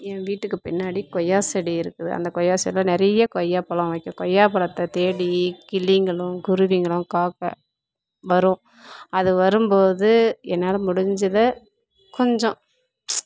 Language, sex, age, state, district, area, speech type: Tamil, female, 30-45, Tamil Nadu, Dharmapuri, rural, spontaneous